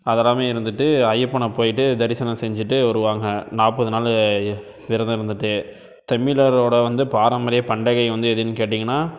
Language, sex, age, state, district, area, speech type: Tamil, male, 18-30, Tamil Nadu, Krishnagiri, rural, spontaneous